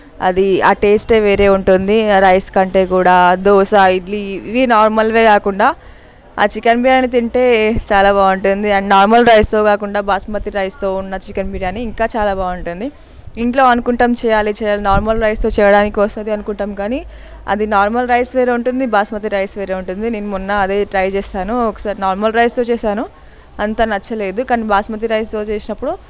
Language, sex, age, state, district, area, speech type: Telugu, female, 18-30, Telangana, Nalgonda, urban, spontaneous